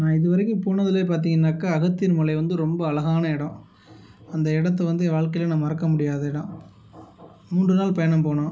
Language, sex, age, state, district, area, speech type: Tamil, male, 30-45, Tamil Nadu, Tiruchirappalli, rural, spontaneous